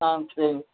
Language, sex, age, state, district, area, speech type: Tamil, male, 30-45, Tamil Nadu, Tiruvannamalai, urban, conversation